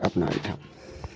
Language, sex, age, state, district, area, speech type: Maithili, male, 30-45, Bihar, Muzaffarpur, rural, spontaneous